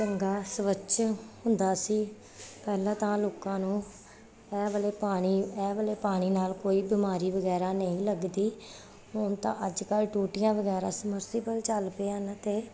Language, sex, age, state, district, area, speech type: Punjabi, female, 30-45, Punjab, Gurdaspur, urban, spontaneous